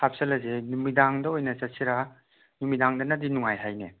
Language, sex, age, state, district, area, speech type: Manipuri, male, 18-30, Manipur, Chandel, rural, conversation